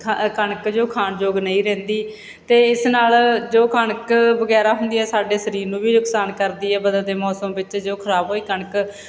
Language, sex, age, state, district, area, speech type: Punjabi, female, 30-45, Punjab, Bathinda, rural, spontaneous